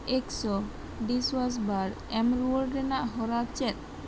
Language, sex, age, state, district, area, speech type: Santali, female, 30-45, West Bengal, Birbhum, rural, read